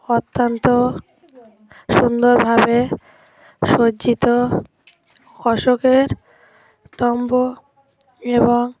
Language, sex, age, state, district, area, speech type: Bengali, female, 30-45, West Bengal, Dakshin Dinajpur, urban, read